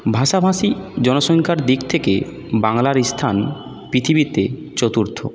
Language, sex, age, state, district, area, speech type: Bengali, male, 18-30, West Bengal, Purulia, urban, spontaneous